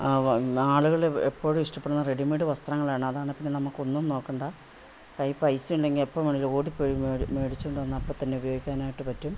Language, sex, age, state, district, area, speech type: Malayalam, female, 45-60, Kerala, Idukki, rural, spontaneous